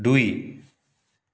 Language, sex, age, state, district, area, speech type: Assamese, male, 30-45, Assam, Dibrugarh, rural, read